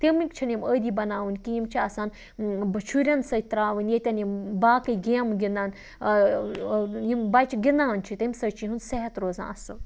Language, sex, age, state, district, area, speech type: Kashmiri, female, 30-45, Jammu and Kashmir, Budgam, rural, spontaneous